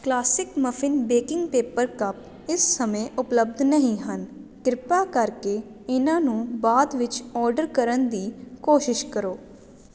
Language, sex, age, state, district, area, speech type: Punjabi, female, 18-30, Punjab, Jalandhar, urban, read